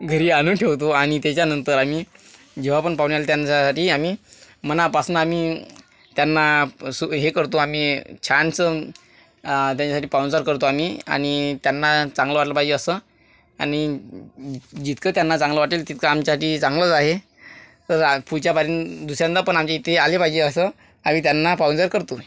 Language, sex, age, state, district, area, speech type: Marathi, male, 18-30, Maharashtra, Washim, urban, spontaneous